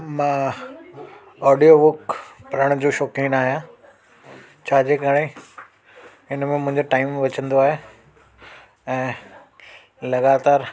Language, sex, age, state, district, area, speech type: Sindhi, male, 30-45, Delhi, South Delhi, urban, spontaneous